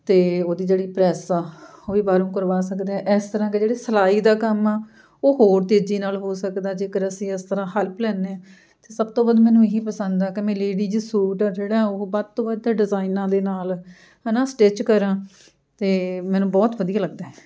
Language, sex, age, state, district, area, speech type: Punjabi, female, 30-45, Punjab, Amritsar, urban, spontaneous